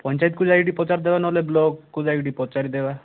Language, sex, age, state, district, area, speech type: Odia, male, 18-30, Odisha, Kandhamal, rural, conversation